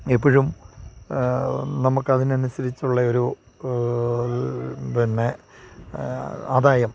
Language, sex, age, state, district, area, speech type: Malayalam, male, 45-60, Kerala, Idukki, rural, spontaneous